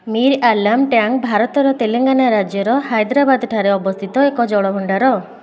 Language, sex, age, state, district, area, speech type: Odia, female, 30-45, Odisha, Puri, urban, read